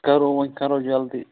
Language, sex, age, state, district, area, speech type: Kashmiri, male, 18-30, Jammu and Kashmir, Budgam, rural, conversation